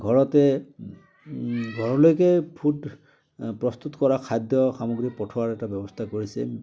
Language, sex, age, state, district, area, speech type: Assamese, male, 60+, Assam, Biswanath, rural, spontaneous